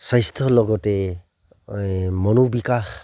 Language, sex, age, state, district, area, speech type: Assamese, male, 30-45, Assam, Charaideo, rural, spontaneous